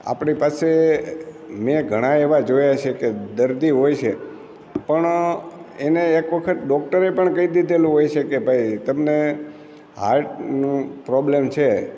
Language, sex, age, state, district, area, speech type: Gujarati, male, 60+, Gujarat, Amreli, rural, spontaneous